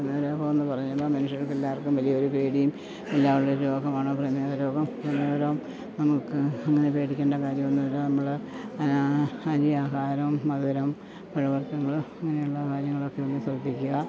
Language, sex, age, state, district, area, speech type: Malayalam, female, 60+, Kerala, Idukki, rural, spontaneous